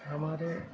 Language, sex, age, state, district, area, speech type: Urdu, male, 18-30, Bihar, Saharsa, rural, spontaneous